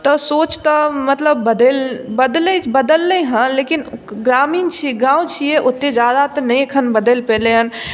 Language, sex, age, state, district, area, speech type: Maithili, female, 18-30, Bihar, Madhubani, rural, spontaneous